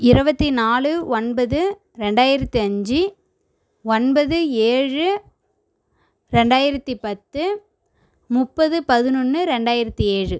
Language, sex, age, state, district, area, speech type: Tamil, female, 18-30, Tamil Nadu, Cuddalore, rural, spontaneous